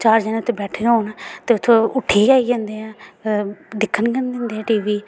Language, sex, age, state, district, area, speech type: Dogri, female, 18-30, Jammu and Kashmir, Samba, rural, spontaneous